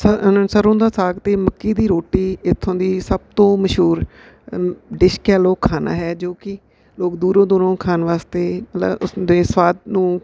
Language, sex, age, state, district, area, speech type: Punjabi, female, 45-60, Punjab, Bathinda, urban, spontaneous